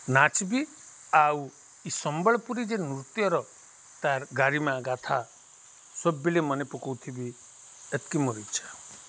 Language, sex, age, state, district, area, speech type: Odia, male, 45-60, Odisha, Nuapada, rural, spontaneous